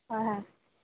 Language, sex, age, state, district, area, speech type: Assamese, female, 18-30, Assam, Kamrup Metropolitan, urban, conversation